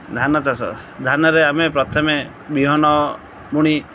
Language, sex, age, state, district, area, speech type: Odia, male, 30-45, Odisha, Kendrapara, urban, spontaneous